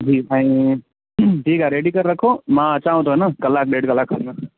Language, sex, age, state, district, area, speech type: Sindhi, male, 18-30, Gujarat, Kutch, urban, conversation